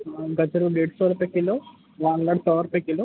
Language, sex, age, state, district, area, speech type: Sindhi, male, 18-30, Gujarat, Kutch, urban, conversation